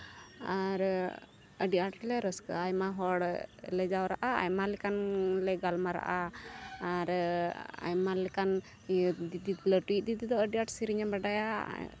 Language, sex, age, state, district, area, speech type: Santali, female, 18-30, West Bengal, Uttar Dinajpur, rural, spontaneous